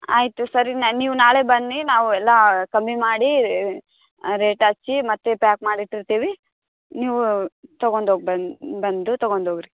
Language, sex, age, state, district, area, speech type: Kannada, female, 18-30, Karnataka, Bagalkot, rural, conversation